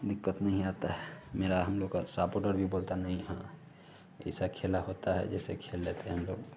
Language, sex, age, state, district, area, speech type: Hindi, male, 30-45, Bihar, Vaishali, urban, spontaneous